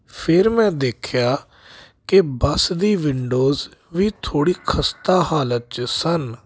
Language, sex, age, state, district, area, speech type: Punjabi, male, 30-45, Punjab, Jalandhar, urban, spontaneous